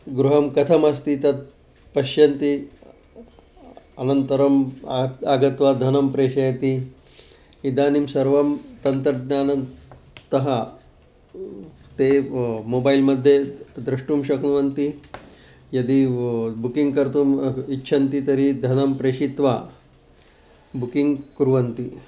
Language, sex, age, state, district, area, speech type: Sanskrit, male, 60+, Maharashtra, Wardha, urban, spontaneous